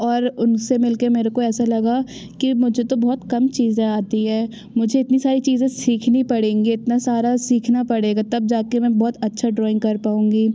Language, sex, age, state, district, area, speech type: Hindi, female, 30-45, Madhya Pradesh, Jabalpur, urban, spontaneous